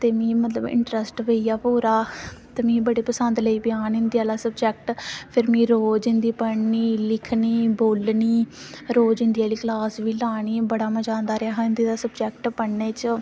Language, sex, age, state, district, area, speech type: Dogri, female, 18-30, Jammu and Kashmir, Samba, rural, spontaneous